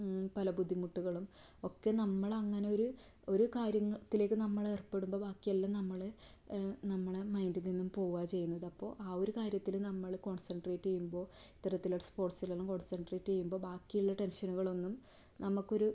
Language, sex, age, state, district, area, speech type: Malayalam, female, 18-30, Kerala, Kasaragod, rural, spontaneous